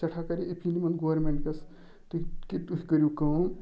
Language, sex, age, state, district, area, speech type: Kashmiri, male, 18-30, Jammu and Kashmir, Ganderbal, rural, spontaneous